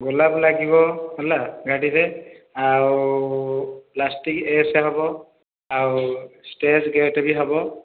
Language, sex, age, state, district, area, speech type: Odia, male, 30-45, Odisha, Khordha, rural, conversation